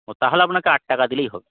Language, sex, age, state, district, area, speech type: Bengali, male, 45-60, West Bengal, Hooghly, urban, conversation